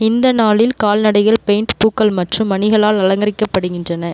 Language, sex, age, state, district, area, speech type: Tamil, female, 18-30, Tamil Nadu, Cuddalore, urban, read